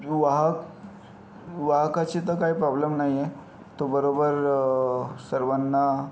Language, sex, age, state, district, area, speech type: Marathi, male, 30-45, Maharashtra, Yavatmal, urban, spontaneous